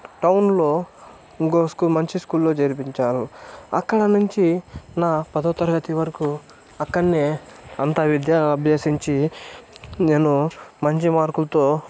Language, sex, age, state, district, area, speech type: Telugu, male, 18-30, Andhra Pradesh, Chittoor, rural, spontaneous